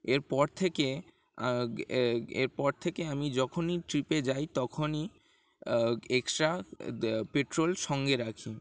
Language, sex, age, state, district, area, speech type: Bengali, male, 18-30, West Bengal, Dakshin Dinajpur, urban, spontaneous